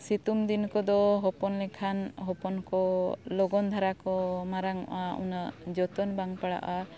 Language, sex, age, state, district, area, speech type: Santali, female, 30-45, Jharkhand, Bokaro, rural, spontaneous